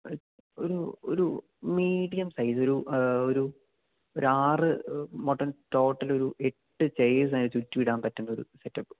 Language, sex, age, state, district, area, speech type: Malayalam, male, 18-30, Kerala, Idukki, rural, conversation